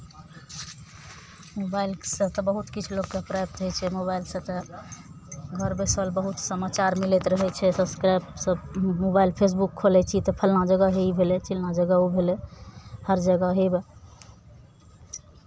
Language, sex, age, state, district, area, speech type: Maithili, female, 30-45, Bihar, Araria, urban, spontaneous